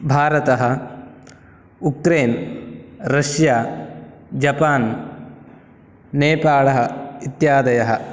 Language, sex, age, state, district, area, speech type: Sanskrit, male, 18-30, Karnataka, Uttara Kannada, rural, spontaneous